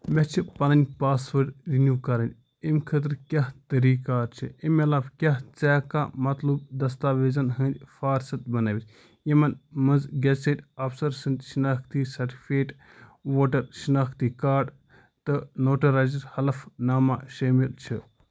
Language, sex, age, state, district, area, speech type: Kashmiri, male, 18-30, Jammu and Kashmir, Ganderbal, rural, read